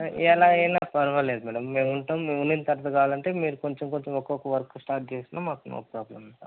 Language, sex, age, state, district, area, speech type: Telugu, male, 30-45, Andhra Pradesh, Sri Balaji, urban, conversation